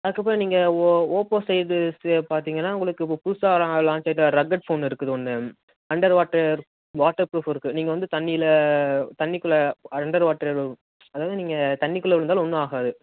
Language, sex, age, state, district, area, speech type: Tamil, male, 18-30, Tamil Nadu, Tenkasi, urban, conversation